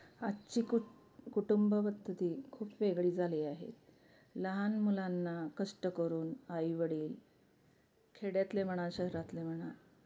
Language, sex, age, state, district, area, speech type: Marathi, female, 45-60, Maharashtra, Osmanabad, rural, spontaneous